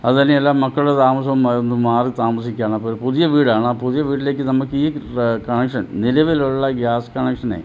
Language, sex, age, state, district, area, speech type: Malayalam, male, 60+, Kerala, Pathanamthitta, rural, spontaneous